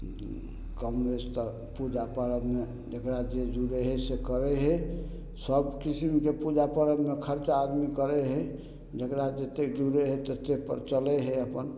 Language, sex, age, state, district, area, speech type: Maithili, male, 45-60, Bihar, Samastipur, rural, spontaneous